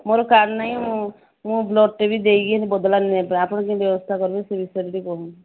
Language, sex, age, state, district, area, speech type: Odia, female, 45-60, Odisha, Sambalpur, rural, conversation